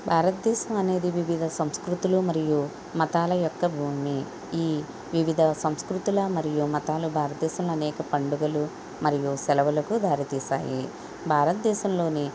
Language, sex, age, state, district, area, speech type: Telugu, female, 60+, Andhra Pradesh, Konaseema, rural, spontaneous